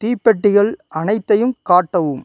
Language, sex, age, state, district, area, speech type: Tamil, male, 30-45, Tamil Nadu, Ariyalur, rural, read